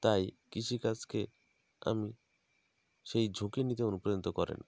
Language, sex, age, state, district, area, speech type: Bengali, male, 30-45, West Bengal, North 24 Parganas, rural, spontaneous